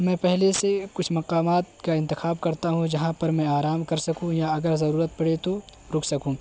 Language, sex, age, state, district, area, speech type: Urdu, male, 18-30, Uttar Pradesh, Balrampur, rural, spontaneous